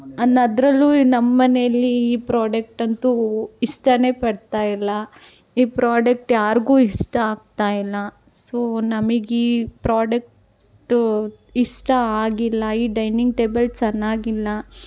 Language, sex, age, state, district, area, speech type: Kannada, female, 18-30, Karnataka, Chitradurga, rural, spontaneous